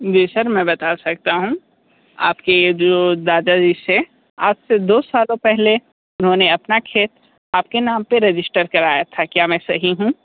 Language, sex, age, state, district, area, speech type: Hindi, male, 30-45, Uttar Pradesh, Sonbhadra, rural, conversation